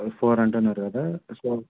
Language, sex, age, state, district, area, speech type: Telugu, male, 18-30, Andhra Pradesh, Anantapur, urban, conversation